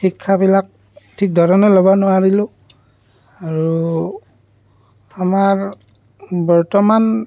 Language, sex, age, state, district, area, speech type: Assamese, male, 30-45, Assam, Barpeta, rural, spontaneous